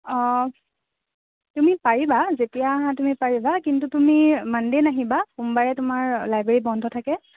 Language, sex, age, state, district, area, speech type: Assamese, female, 18-30, Assam, Kamrup Metropolitan, urban, conversation